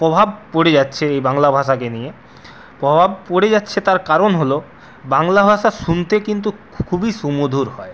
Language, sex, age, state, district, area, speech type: Bengali, male, 45-60, West Bengal, Purulia, urban, spontaneous